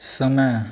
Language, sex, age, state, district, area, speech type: Maithili, male, 60+, Bihar, Saharsa, urban, read